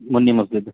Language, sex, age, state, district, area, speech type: Urdu, male, 30-45, Bihar, Gaya, urban, conversation